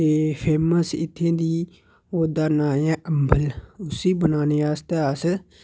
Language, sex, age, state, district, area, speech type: Dogri, male, 18-30, Jammu and Kashmir, Udhampur, rural, spontaneous